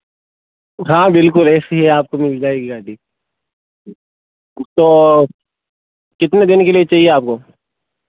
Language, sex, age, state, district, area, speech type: Hindi, male, 18-30, Rajasthan, Nagaur, rural, conversation